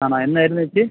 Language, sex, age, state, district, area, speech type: Malayalam, male, 30-45, Kerala, Thiruvananthapuram, rural, conversation